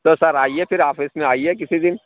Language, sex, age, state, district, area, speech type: Urdu, male, 45-60, Uttar Pradesh, Lucknow, rural, conversation